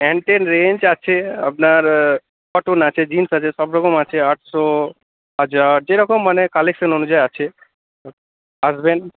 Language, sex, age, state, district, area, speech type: Bengali, male, 18-30, West Bengal, Murshidabad, urban, conversation